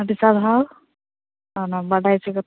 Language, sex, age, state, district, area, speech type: Santali, female, 18-30, West Bengal, Purba Bardhaman, rural, conversation